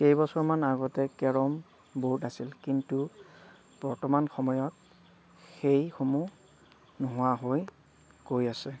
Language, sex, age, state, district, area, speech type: Assamese, male, 30-45, Assam, Darrang, rural, spontaneous